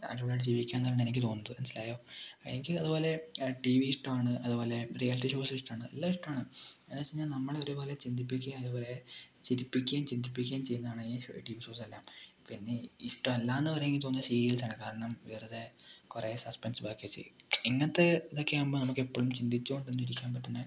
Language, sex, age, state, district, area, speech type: Malayalam, male, 18-30, Kerala, Wayanad, rural, spontaneous